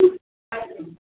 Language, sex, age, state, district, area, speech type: Urdu, female, 18-30, Maharashtra, Nashik, urban, conversation